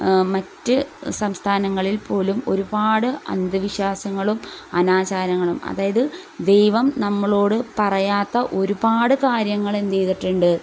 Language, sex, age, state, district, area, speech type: Malayalam, female, 30-45, Kerala, Kozhikode, rural, spontaneous